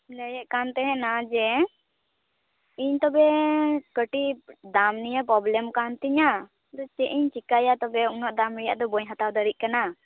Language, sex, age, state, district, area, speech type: Santali, female, 18-30, West Bengal, Purba Bardhaman, rural, conversation